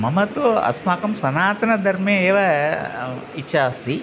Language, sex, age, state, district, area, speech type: Sanskrit, male, 60+, Tamil Nadu, Thanjavur, urban, spontaneous